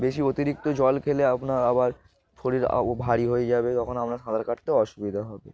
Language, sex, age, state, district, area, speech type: Bengali, male, 18-30, West Bengal, Darjeeling, urban, spontaneous